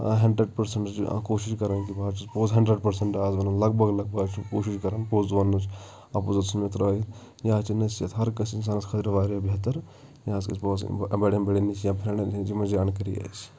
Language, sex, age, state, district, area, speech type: Kashmiri, male, 30-45, Jammu and Kashmir, Shopian, rural, spontaneous